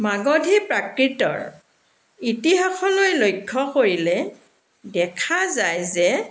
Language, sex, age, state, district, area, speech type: Assamese, female, 60+, Assam, Dibrugarh, urban, spontaneous